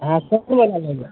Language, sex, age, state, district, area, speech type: Maithili, male, 18-30, Bihar, Samastipur, urban, conversation